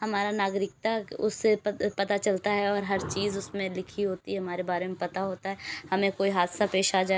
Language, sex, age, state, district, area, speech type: Urdu, female, 18-30, Uttar Pradesh, Lucknow, urban, spontaneous